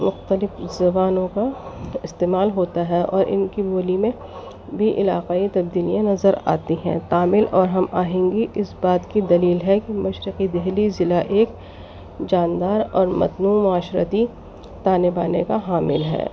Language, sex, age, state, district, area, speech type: Urdu, female, 30-45, Delhi, East Delhi, urban, spontaneous